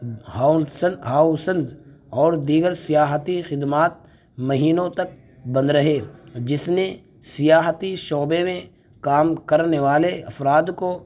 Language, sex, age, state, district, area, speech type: Urdu, male, 18-30, Uttar Pradesh, Saharanpur, urban, spontaneous